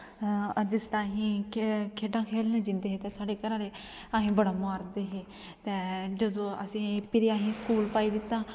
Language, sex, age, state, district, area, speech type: Dogri, female, 18-30, Jammu and Kashmir, Kathua, rural, spontaneous